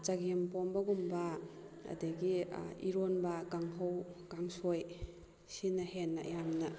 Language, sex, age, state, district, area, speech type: Manipuri, female, 30-45, Manipur, Kakching, rural, spontaneous